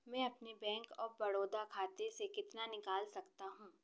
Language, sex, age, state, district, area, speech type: Hindi, female, 30-45, Madhya Pradesh, Chhindwara, urban, read